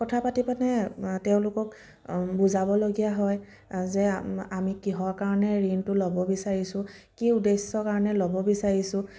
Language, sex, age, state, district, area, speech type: Assamese, female, 30-45, Assam, Sivasagar, rural, spontaneous